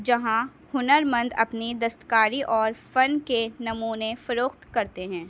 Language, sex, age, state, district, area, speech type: Urdu, female, 18-30, Delhi, North East Delhi, urban, spontaneous